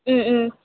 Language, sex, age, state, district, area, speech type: Tamil, female, 18-30, Tamil Nadu, Vellore, urban, conversation